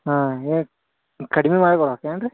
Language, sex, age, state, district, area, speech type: Kannada, male, 18-30, Karnataka, Bagalkot, rural, conversation